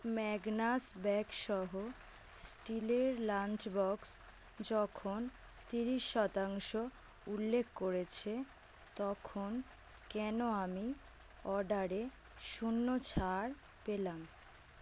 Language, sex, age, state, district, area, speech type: Bengali, female, 18-30, West Bengal, North 24 Parganas, urban, read